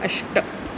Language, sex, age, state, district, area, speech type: Sanskrit, female, 45-60, Maharashtra, Nagpur, urban, read